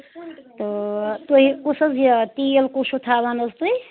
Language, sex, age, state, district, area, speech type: Kashmiri, female, 45-60, Jammu and Kashmir, Srinagar, urban, conversation